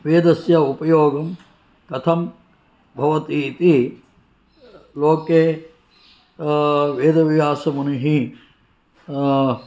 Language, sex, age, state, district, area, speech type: Sanskrit, male, 60+, Karnataka, Shimoga, urban, spontaneous